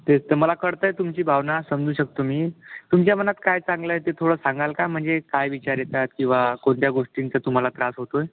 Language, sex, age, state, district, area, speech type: Marathi, male, 18-30, Maharashtra, Aurangabad, rural, conversation